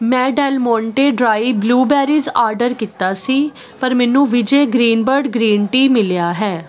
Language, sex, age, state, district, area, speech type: Punjabi, female, 30-45, Punjab, Kapurthala, urban, read